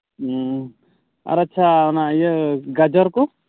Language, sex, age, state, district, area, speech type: Santali, male, 18-30, West Bengal, Uttar Dinajpur, rural, conversation